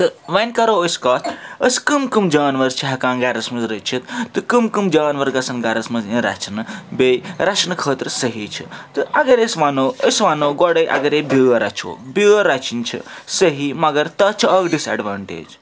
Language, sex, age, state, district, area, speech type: Kashmiri, male, 30-45, Jammu and Kashmir, Srinagar, urban, spontaneous